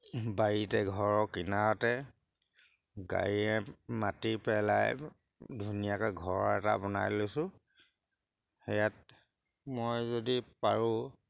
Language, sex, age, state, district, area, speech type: Assamese, male, 60+, Assam, Sivasagar, rural, spontaneous